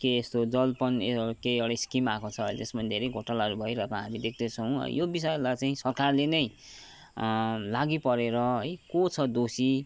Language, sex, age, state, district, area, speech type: Nepali, male, 30-45, West Bengal, Kalimpong, rural, spontaneous